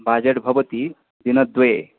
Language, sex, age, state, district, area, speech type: Sanskrit, male, 18-30, West Bengal, Paschim Medinipur, rural, conversation